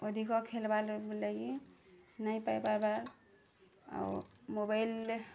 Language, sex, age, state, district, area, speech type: Odia, female, 30-45, Odisha, Bargarh, urban, spontaneous